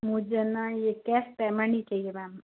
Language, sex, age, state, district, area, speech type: Hindi, female, 30-45, Rajasthan, Jodhpur, urban, conversation